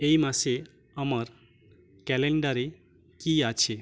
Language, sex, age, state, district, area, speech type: Bengali, male, 45-60, West Bengal, Jhargram, rural, read